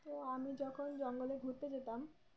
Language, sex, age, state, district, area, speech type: Bengali, female, 18-30, West Bengal, Uttar Dinajpur, urban, spontaneous